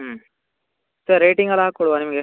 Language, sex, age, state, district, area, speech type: Kannada, male, 18-30, Karnataka, Uttara Kannada, rural, conversation